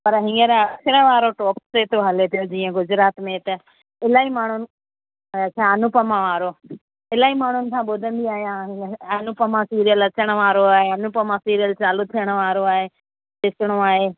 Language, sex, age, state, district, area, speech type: Sindhi, female, 45-60, Gujarat, Kutch, urban, conversation